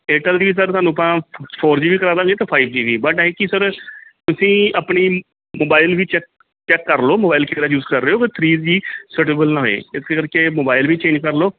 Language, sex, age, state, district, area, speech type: Punjabi, male, 30-45, Punjab, Gurdaspur, urban, conversation